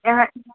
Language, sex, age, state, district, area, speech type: Maithili, female, 18-30, Bihar, Begusarai, urban, conversation